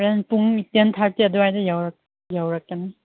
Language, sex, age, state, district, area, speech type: Manipuri, female, 18-30, Manipur, Chandel, rural, conversation